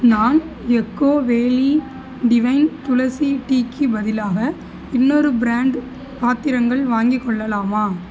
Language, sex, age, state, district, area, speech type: Tamil, female, 18-30, Tamil Nadu, Sivaganga, rural, read